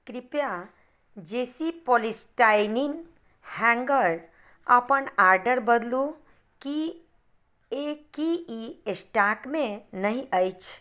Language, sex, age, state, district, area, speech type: Maithili, female, 45-60, Bihar, Madhubani, rural, read